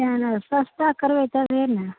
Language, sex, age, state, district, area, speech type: Maithili, female, 30-45, Bihar, Saharsa, rural, conversation